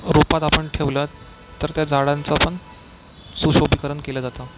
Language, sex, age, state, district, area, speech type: Marathi, male, 45-60, Maharashtra, Nagpur, urban, spontaneous